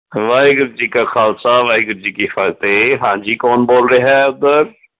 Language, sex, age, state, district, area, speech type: Punjabi, male, 45-60, Punjab, Fatehgarh Sahib, urban, conversation